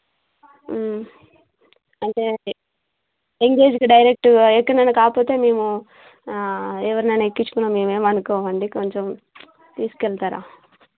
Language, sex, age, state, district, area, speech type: Telugu, female, 30-45, Telangana, Warangal, rural, conversation